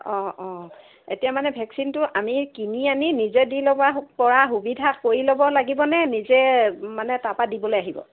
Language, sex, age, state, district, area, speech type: Assamese, female, 30-45, Assam, Sivasagar, rural, conversation